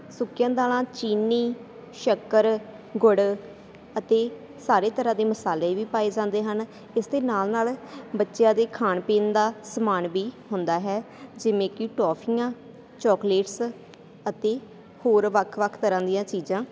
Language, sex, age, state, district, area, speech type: Punjabi, female, 18-30, Punjab, Sangrur, rural, spontaneous